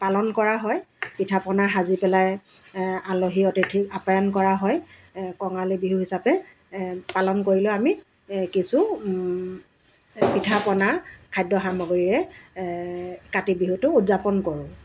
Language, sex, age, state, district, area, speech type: Assamese, female, 60+, Assam, Dibrugarh, rural, spontaneous